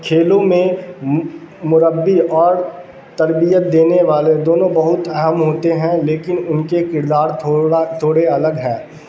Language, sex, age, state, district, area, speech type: Urdu, male, 18-30, Bihar, Darbhanga, urban, spontaneous